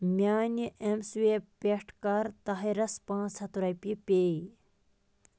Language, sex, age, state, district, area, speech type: Kashmiri, female, 45-60, Jammu and Kashmir, Baramulla, rural, read